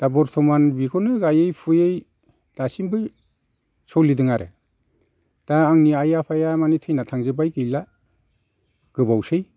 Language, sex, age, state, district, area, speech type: Bodo, male, 60+, Assam, Chirang, rural, spontaneous